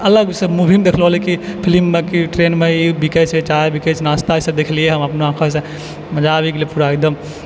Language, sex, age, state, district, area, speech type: Maithili, male, 18-30, Bihar, Purnia, urban, spontaneous